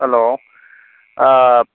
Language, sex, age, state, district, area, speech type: Manipuri, male, 45-60, Manipur, Imphal East, rural, conversation